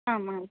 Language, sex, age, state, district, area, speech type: Sanskrit, other, 18-30, Andhra Pradesh, Chittoor, urban, conversation